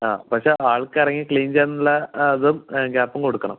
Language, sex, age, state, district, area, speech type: Malayalam, male, 18-30, Kerala, Palakkad, rural, conversation